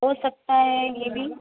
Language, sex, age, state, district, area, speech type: Urdu, female, 30-45, Uttar Pradesh, Mau, urban, conversation